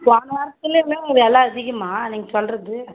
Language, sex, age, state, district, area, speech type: Tamil, female, 30-45, Tamil Nadu, Tirupattur, rural, conversation